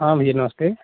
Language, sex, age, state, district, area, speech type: Hindi, male, 30-45, Uttar Pradesh, Jaunpur, rural, conversation